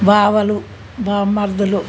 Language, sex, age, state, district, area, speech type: Telugu, female, 60+, Telangana, Hyderabad, urban, spontaneous